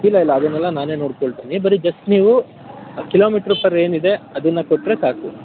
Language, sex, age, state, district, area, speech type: Kannada, male, 18-30, Karnataka, Mandya, rural, conversation